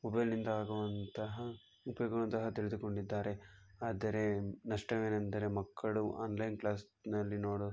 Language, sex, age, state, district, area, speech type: Kannada, male, 18-30, Karnataka, Tumkur, urban, spontaneous